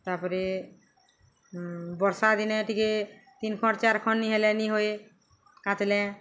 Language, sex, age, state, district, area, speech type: Odia, female, 60+, Odisha, Balangir, urban, spontaneous